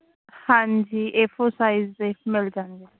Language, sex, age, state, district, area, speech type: Punjabi, female, 18-30, Punjab, Fazilka, rural, conversation